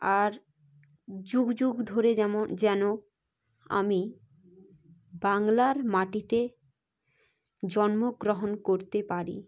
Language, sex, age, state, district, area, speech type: Bengali, female, 30-45, West Bengal, Hooghly, urban, spontaneous